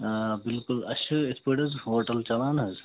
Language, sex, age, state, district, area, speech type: Kashmiri, male, 30-45, Jammu and Kashmir, Bandipora, rural, conversation